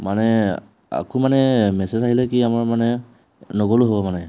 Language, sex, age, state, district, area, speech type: Assamese, male, 18-30, Assam, Tinsukia, urban, spontaneous